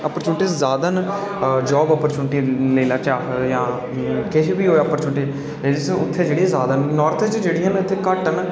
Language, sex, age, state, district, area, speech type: Dogri, male, 18-30, Jammu and Kashmir, Udhampur, rural, spontaneous